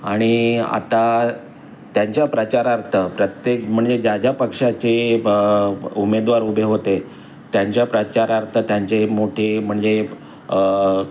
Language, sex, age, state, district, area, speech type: Marathi, male, 60+, Maharashtra, Mumbai Suburban, urban, spontaneous